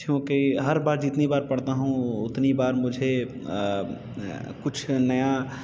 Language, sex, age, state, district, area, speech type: Hindi, male, 30-45, Uttar Pradesh, Bhadohi, urban, spontaneous